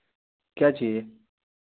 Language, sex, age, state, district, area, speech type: Hindi, male, 18-30, Uttar Pradesh, Pratapgarh, rural, conversation